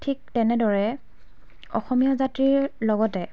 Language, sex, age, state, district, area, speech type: Assamese, female, 18-30, Assam, Dibrugarh, rural, spontaneous